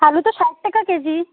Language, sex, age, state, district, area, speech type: Bengali, female, 18-30, West Bengal, Alipurduar, rural, conversation